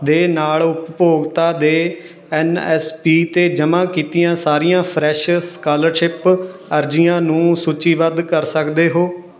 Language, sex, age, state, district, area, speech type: Punjabi, male, 18-30, Punjab, Fatehgarh Sahib, urban, read